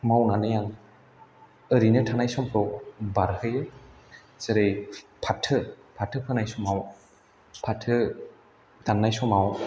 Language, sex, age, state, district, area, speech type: Bodo, male, 18-30, Assam, Chirang, urban, spontaneous